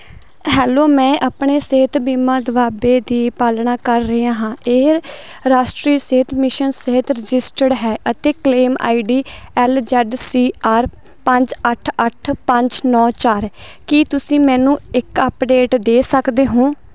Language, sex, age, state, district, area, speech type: Punjabi, female, 18-30, Punjab, Barnala, urban, read